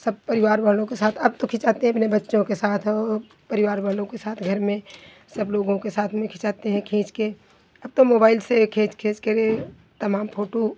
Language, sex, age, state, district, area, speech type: Hindi, female, 45-60, Uttar Pradesh, Hardoi, rural, spontaneous